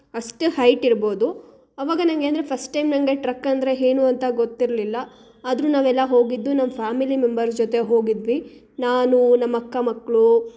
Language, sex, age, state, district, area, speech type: Kannada, female, 18-30, Karnataka, Chikkaballapur, urban, spontaneous